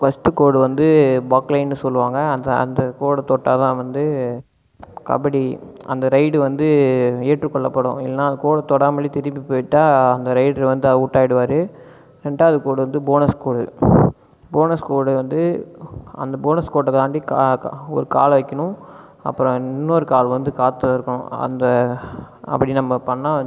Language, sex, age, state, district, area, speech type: Tamil, male, 18-30, Tamil Nadu, Cuddalore, rural, spontaneous